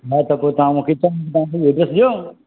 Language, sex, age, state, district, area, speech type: Sindhi, male, 45-60, Gujarat, Surat, urban, conversation